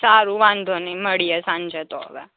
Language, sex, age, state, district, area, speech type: Gujarati, female, 18-30, Gujarat, Rajkot, urban, conversation